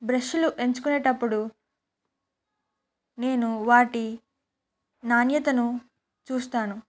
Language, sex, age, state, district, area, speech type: Telugu, female, 18-30, Telangana, Kamareddy, urban, spontaneous